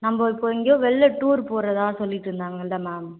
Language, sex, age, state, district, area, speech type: Tamil, female, 18-30, Tamil Nadu, Cuddalore, rural, conversation